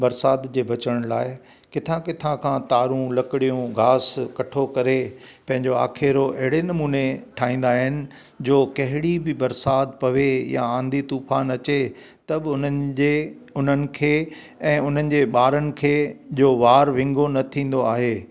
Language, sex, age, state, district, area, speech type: Sindhi, male, 60+, Gujarat, Kutch, rural, spontaneous